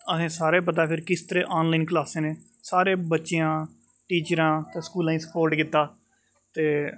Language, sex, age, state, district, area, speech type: Dogri, male, 30-45, Jammu and Kashmir, Jammu, urban, spontaneous